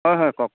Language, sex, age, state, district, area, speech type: Assamese, male, 30-45, Assam, Golaghat, rural, conversation